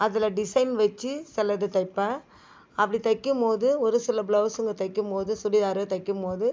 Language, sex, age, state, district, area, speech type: Tamil, female, 60+, Tamil Nadu, Viluppuram, rural, spontaneous